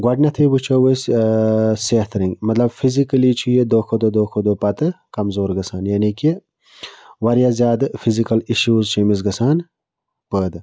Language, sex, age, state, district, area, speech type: Kashmiri, male, 60+, Jammu and Kashmir, Budgam, rural, spontaneous